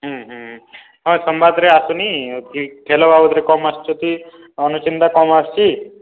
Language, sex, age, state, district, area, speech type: Odia, male, 30-45, Odisha, Balangir, urban, conversation